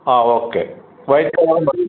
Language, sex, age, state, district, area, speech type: Malayalam, male, 60+, Kerala, Kottayam, rural, conversation